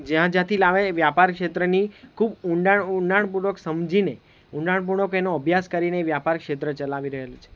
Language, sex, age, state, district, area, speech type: Gujarati, male, 18-30, Gujarat, Valsad, urban, spontaneous